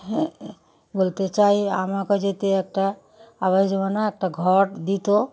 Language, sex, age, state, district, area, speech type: Bengali, female, 60+, West Bengal, Darjeeling, rural, spontaneous